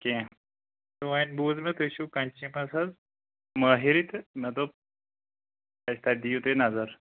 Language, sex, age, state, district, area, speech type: Kashmiri, male, 18-30, Jammu and Kashmir, Anantnag, rural, conversation